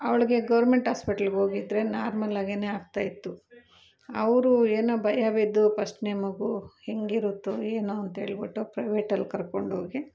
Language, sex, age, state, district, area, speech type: Kannada, female, 30-45, Karnataka, Bangalore Urban, urban, spontaneous